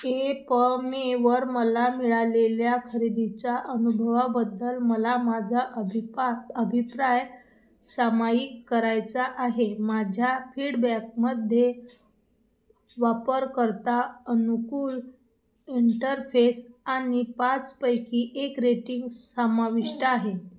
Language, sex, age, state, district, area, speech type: Marathi, female, 30-45, Maharashtra, Thane, urban, read